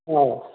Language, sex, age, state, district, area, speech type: Manipuri, male, 45-60, Manipur, Kangpokpi, urban, conversation